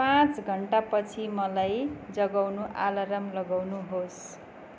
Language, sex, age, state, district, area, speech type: Nepali, female, 45-60, West Bengal, Darjeeling, rural, read